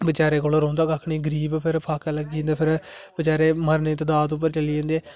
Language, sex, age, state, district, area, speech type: Dogri, male, 18-30, Jammu and Kashmir, Samba, rural, spontaneous